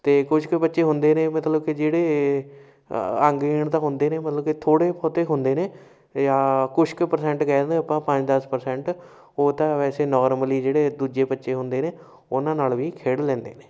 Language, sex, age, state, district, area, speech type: Punjabi, male, 18-30, Punjab, Shaheed Bhagat Singh Nagar, urban, spontaneous